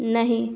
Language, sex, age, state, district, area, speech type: Hindi, female, 18-30, Bihar, Vaishali, rural, read